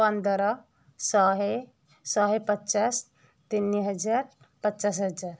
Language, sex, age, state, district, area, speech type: Odia, female, 30-45, Odisha, Kendujhar, urban, spontaneous